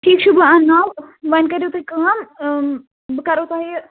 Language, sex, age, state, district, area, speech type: Kashmiri, female, 18-30, Jammu and Kashmir, Srinagar, urban, conversation